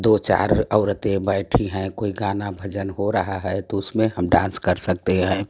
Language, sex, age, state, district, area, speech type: Hindi, female, 60+, Uttar Pradesh, Prayagraj, rural, spontaneous